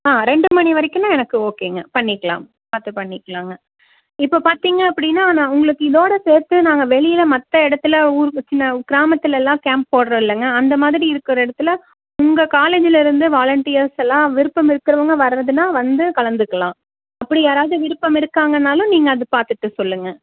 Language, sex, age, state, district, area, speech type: Tamil, female, 30-45, Tamil Nadu, Tiruppur, rural, conversation